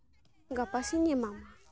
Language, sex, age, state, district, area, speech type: Santali, female, 18-30, West Bengal, Malda, rural, spontaneous